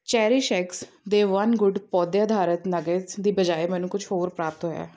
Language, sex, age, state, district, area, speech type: Punjabi, female, 30-45, Punjab, Amritsar, urban, read